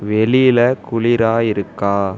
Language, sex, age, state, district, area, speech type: Tamil, male, 30-45, Tamil Nadu, Tiruvarur, rural, read